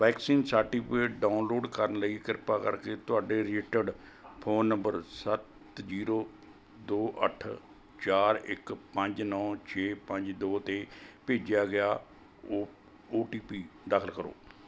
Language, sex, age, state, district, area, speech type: Punjabi, male, 60+, Punjab, Mohali, urban, read